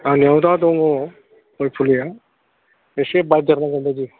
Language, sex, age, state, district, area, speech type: Bodo, male, 45-60, Assam, Udalguri, rural, conversation